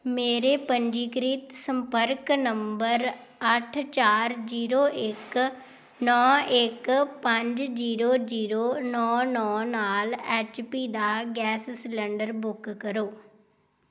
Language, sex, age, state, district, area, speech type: Punjabi, female, 18-30, Punjab, Tarn Taran, rural, read